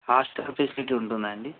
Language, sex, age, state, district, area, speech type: Telugu, male, 18-30, Andhra Pradesh, Anantapur, urban, conversation